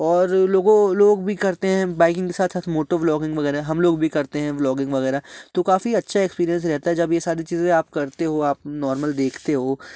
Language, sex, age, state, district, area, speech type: Hindi, male, 18-30, Madhya Pradesh, Jabalpur, urban, spontaneous